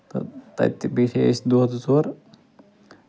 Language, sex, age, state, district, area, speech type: Kashmiri, male, 30-45, Jammu and Kashmir, Ganderbal, rural, spontaneous